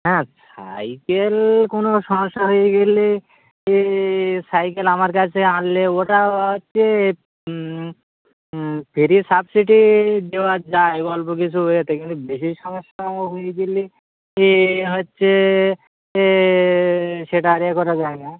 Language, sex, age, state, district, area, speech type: Bengali, male, 18-30, West Bengal, Birbhum, urban, conversation